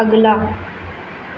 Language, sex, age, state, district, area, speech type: Hindi, female, 18-30, Madhya Pradesh, Seoni, urban, read